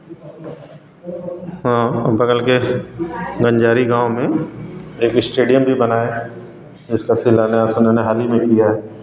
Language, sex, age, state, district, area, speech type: Hindi, male, 45-60, Uttar Pradesh, Varanasi, rural, spontaneous